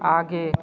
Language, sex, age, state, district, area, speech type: Hindi, male, 30-45, Bihar, Madhepura, rural, read